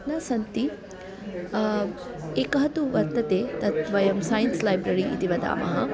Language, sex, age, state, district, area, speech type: Sanskrit, female, 30-45, Andhra Pradesh, Guntur, urban, spontaneous